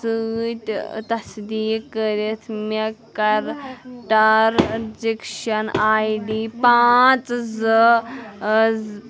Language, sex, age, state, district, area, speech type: Kashmiri, female, 30-45, Jammu and Kashmir, Anantnag, urban, read